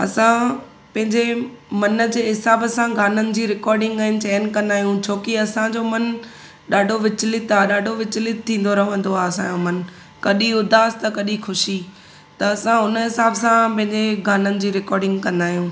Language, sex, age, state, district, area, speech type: Sindhi, female, 18-30, Gujarat, Surat, urban, spontaneous